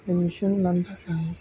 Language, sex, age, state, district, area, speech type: Bodo, male, 18-30, Assam, Udalguri, urban, spontaneous